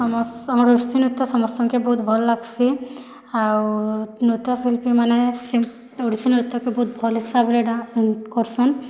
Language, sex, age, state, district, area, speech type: Odia, female, 18-30, Odisha, Bargarh, urban, spontaneous